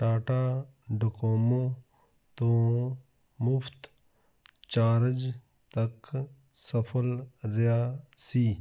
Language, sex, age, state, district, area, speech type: Punjabi, male, 45-60, Punjab, Fazilka, rural, read